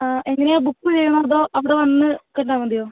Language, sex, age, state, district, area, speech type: Malayalam, female, 18-30, Kerala, Wayanad, rural, conversation